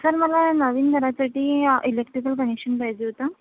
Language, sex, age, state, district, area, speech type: Marathi, female, 45-60, Maharashtra, Nagpur, urban, conversation